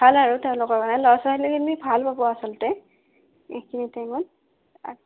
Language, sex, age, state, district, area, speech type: Assamese, female, 18-30, Assam, Darrang, rural, conversation